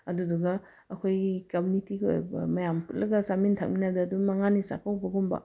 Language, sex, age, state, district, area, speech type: Manipuri, female, 30-45, Manipur, Bishnupur, rural, spontaneous